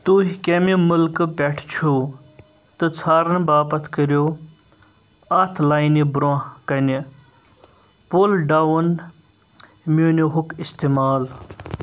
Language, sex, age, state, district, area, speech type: Kashmiri, male, 30-45, Jammu and Kashmir, Srinagar, urban, read